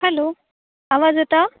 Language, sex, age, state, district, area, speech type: Goan Konkani, female, 30-45, Goa, Tiswadi, rural, conversation